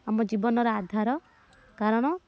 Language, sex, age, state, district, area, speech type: Odia, female, 18-30, Odisha, Kendrapara, urban, spontaneous